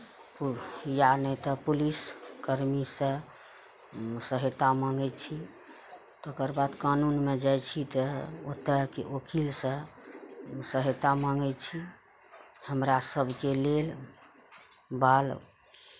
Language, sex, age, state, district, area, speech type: Maithili, female, 45-60, Bihar, Araria, rural, spontaneous